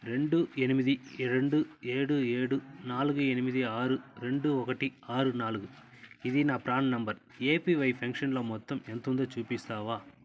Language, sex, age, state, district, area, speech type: Telugu, male, 45-60, Andhra Pradesh, Sri Balaji, urban, read